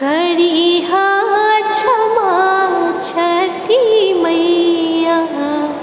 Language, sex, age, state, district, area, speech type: Maithili, female, 18-30, Bihar, Purnia, rural, spontaneous